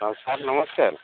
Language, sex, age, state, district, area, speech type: Odia, male, 60+, Odisha, Jharsuguda, rural, conversation